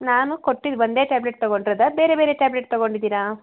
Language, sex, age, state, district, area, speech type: Kannada, female, 45-60, Karnataka, Hassan, urban, conversation